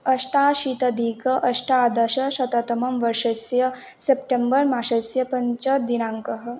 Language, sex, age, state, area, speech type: Sanskrit, female, 18-30, Assam, rural, spontaneous